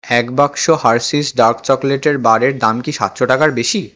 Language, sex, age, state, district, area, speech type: Bengali, male, 18-30, West Bengal, Kolkata, urban, read